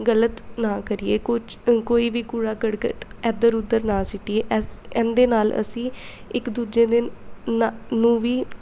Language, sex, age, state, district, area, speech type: Punjabi, female, 18-30, Punjab, Bathinda, urban, spontaneous